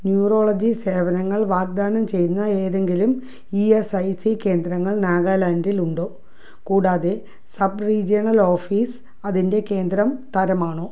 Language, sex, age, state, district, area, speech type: Malayalam, female, 60+, Kerala, Thiruvananthapuram, rural, read